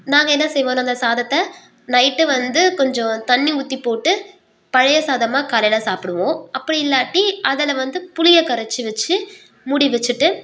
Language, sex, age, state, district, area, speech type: Tamil, female, 18-30, Tamil Nadu, Nagapattinam, rural, spontaneous